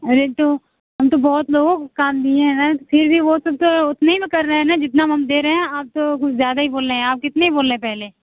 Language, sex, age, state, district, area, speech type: Hindi, female, 30-45, Uttar Pradesh, Mirzapur, rural, conversation